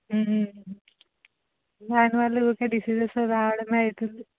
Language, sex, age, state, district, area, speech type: Telugu, female, 18-30, Telangana, Ranga Reddy, urban, conversation